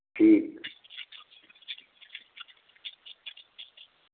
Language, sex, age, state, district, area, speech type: Hindi, male, 60+, Uttar Pradesh, Varanasi, rural, conversation